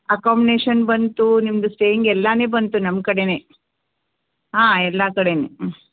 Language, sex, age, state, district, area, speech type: Kannada, female, 45-60, Karnataka, Gulbarga, urban, conversation